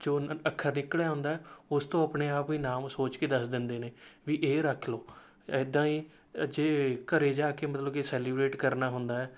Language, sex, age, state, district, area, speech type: Punjabi, male, 18-30, Punjab, Rupnagar, rural, spontaneous